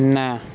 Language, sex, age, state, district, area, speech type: Gujarati, male, 18-30, Gujarat, Anand, urban, read